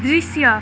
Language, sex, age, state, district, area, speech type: Nepali, female, 18-30, West Bengal, Jalpaiguri, rural, read